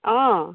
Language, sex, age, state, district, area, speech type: Assamese, female, 30-45, Assam, Charaideo, rural, conversation